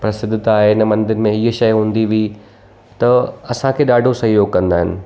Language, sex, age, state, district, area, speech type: Sindhi, male, 30-45, Gujarat, Surat, urban, spontaneous